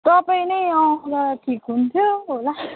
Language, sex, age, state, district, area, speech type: Nepali, female, 18-30, West Bengal, Jalpaiguri, rural, conversation